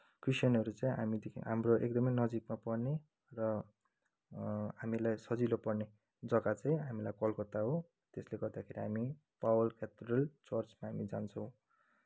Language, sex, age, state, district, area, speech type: Nepali, male, 30-45, West Bengal, Kalimpong, rural, spontaneous